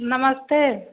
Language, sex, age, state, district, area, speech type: Hindi, female, 30-45, Uttar Pradesh, Prayagraj, rural, conversation